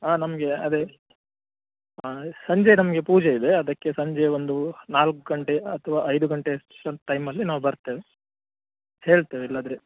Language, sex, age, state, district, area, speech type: Kannada, male, 30-45, Karnataka, Udupi, urban, conversation